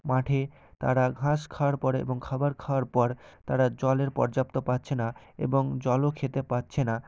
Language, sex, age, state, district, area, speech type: Bengali, male, 18-30, West Bengal, North 24 Parganas, rural, spontaneous